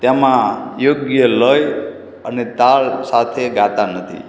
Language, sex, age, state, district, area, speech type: Gujarati, male, 18-30, Gujarat, Morbi, rural, spontaneous